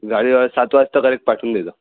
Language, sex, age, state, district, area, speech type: Marathi, male, 18-30, Maharashtra, Amravati, urban, conversation